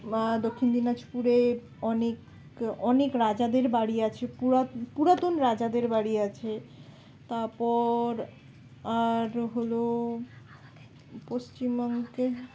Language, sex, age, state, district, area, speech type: Bengali, female, 30-45, West Bengal, Dakshin Dinajpur, urban, spontaneous